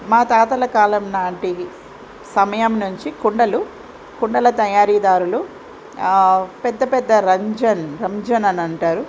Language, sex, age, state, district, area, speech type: Telugu, female, 45-60, Telangana, Ranga Reddy, rural, spontaneous